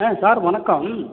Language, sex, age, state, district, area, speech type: Tamil, male, 45-60, Tamil Nadu, Cuddalore, urban, conversation